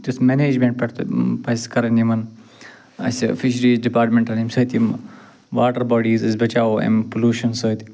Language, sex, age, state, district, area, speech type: Kashmiri, male, 45-60, Jammu and Kashmir, Ganderbal, rural, spontaneous